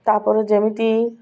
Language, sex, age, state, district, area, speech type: Odia, female, 45-60, Odisha, Malkangiri, urban, spontaneous